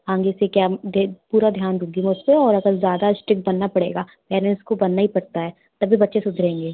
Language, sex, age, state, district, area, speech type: Hindi, female, 18-30, Madhya Pradesh, Gwalior, urban, conversation